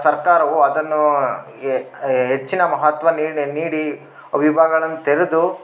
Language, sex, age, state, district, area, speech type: Kannada, male, 18-30, Karnataka, Bellary, rural, spontaneous